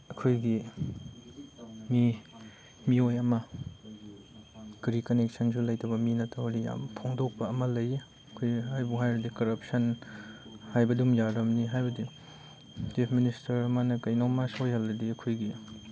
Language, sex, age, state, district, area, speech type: Manipuri, male, 18-30, Manipur, Chandel, rural, spontaneous